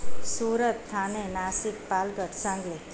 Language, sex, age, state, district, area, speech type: Sindhi, female, 45-60, Gujarat, Surat, urban, spontaneous